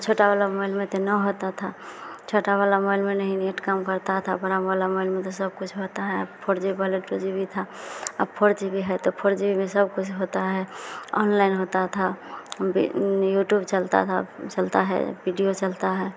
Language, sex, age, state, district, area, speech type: Hindi, female, 18-30, Bihar, Madhepura, rural, spontaneous